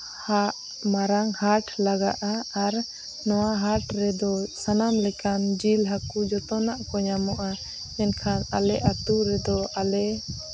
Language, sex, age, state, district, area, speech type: Santali, female, 18-30, Jharkhand, Seraikela Kharsawan, rural, spontaneous